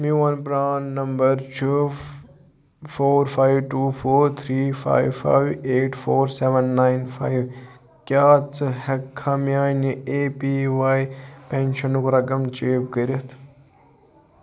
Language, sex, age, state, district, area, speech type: Kashmiri, male, 18-30, Jammu and Kashmir, Budgam, rural, read